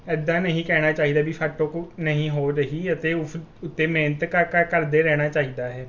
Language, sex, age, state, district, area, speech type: Punjabi, male, 18-30, Punjab, Rupnagar, rural, spontaneous